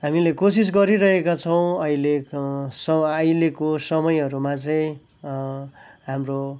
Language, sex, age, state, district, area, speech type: Nepali, male, 45-60, West Bengal, Kalimpong, rural, spontaneous